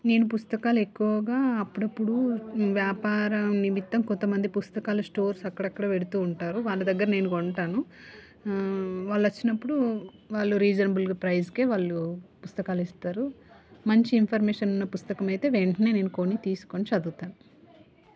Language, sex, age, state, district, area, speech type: Telugu, female, 30-45, Telangana, Hanamkonda, urban, spontaneous